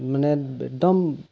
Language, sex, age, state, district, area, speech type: Assamese, male, 18-30, Assam, Golaghat, rural, spontaneous